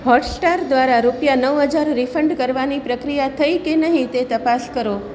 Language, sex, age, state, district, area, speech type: Gujarati, female, 45-60, Gujarat, Surat, rural, read